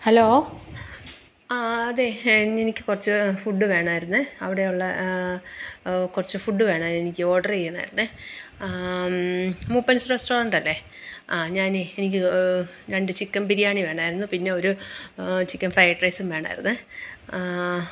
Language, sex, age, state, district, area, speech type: Malayalam, female, 45-60, Kerala, Pathanamthitta, urban, spontaneous